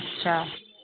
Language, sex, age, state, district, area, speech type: Urdu, female, 30-45, Uttar Pradesh, Rampur, urban, conversation